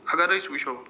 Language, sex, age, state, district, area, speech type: Kashmiri, male, 45-60, Jammu and Kashmir, Srinagar, urban, spontaneous